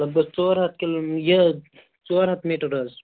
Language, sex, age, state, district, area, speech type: Kashmiri, male, 18-30, Jammu and Kashmir, Bandipora, urban, conversation